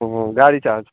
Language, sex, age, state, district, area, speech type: Hindi, male, 18-30, Bihar, Madhepura, rural, conversation